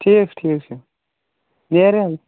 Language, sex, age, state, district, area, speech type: Kashmiri, male, 18-30, Jammu and Kashmir, Kulgam, urban, conversation